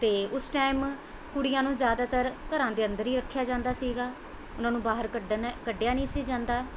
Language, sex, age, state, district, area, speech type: Punjabi, female, 30-45, Punjab, Mohali, urban, spontaneous